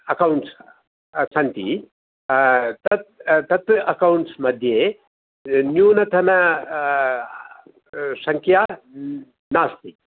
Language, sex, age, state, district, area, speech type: Sanskrit, male, 60+, Tamil Nadu, Coimbatore, urban, conversation